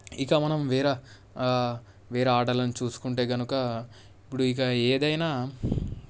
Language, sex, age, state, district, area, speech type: Telugu, male, 18-30, Telangana, Medak, rural, spontaneous